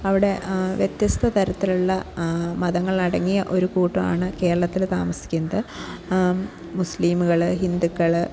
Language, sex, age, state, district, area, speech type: Malayalam, female, 18-30, Kerala, Kasaragod, rural, spontaneous